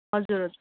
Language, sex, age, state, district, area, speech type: Nepali, female, 60+, West Bengal, Darjeeling, rural, conversation